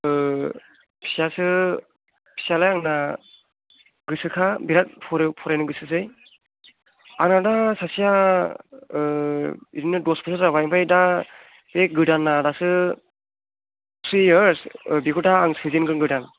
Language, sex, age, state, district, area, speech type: Bodo, male, 18-30, Assam, Chirang, urban, conversation